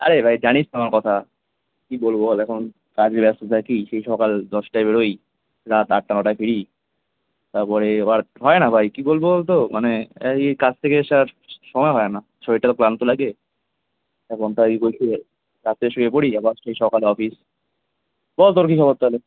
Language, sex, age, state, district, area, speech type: Bengali, male, 18-30, West Bengal, Kolkata, urban, conversation